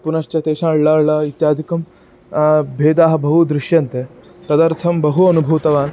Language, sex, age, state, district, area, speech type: Sanskrit, male, 18-30, Karnataka, Shimoga, rural, spontaneous